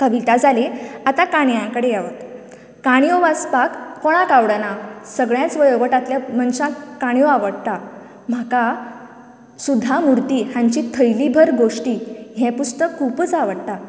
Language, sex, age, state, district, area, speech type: Goan Konkani, female, 18-30, Goa, Canacona, rural, spontaneous